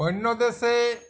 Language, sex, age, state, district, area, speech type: Bengali, male, 45-60, West Bengal, Uttar Dinajpur, rural, spontaneous